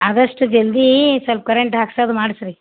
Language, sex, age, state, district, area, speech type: Kannada, female, 45-60, Karnataka, Gulbarga, urban, conversation